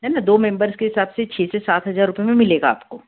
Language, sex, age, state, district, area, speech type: Hindi, female, 45-60, Madhya Pradesh, Ujjain, urban, conversation